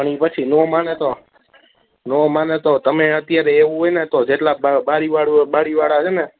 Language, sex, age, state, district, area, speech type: Gujarati, male, 18-30, Gujarat, Rajkot, urban, conversation